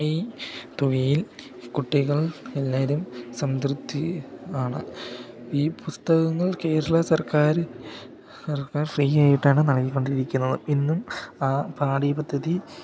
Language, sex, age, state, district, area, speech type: Malayalam, male, 18-30, Kerala, Idukki, rural, spontaneous